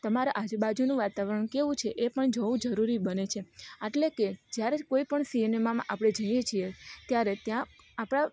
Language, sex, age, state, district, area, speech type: Gujarati, female, 30-45, Gujarat, Rajkot, rural, spontaneous